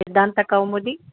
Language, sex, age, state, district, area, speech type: Sanskrit, female, 45-60, Tamil Nadu, Chennai, urban, conversation